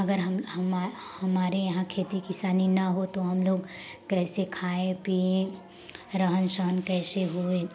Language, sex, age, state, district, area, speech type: Hindi, female, 18-30, Uttar Pradesh, Prayagraj, rural, spontaneous